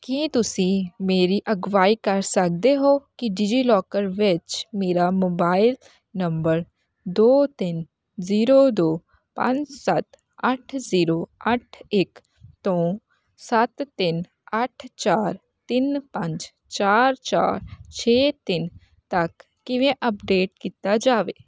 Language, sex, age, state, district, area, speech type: Punjabi, female, 18-30, Punjab, Hoshiarpur, rural, read